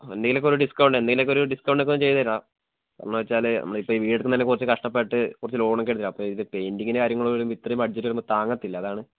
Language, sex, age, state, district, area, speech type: Malayalam, male, 18-30, Kerala, Wayanad, rural, conversation